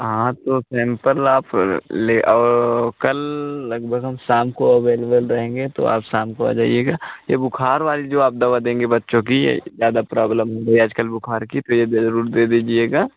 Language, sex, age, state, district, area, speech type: Hindi, male, 18-30, Uttar Pradesh, Pratapgarh, rural, conversation